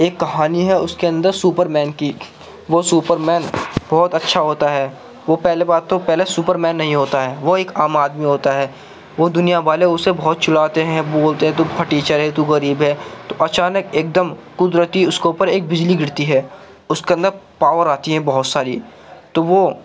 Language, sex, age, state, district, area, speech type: Urdu, male, 45-60, Uttar Pradesh, Gautam Buddha Nagar, urban, spontaneous